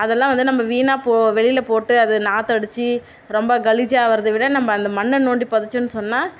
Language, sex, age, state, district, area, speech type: Tamil, female, 30-45, Tamil Nadu, Tiruvannamalai, urban, spontaneous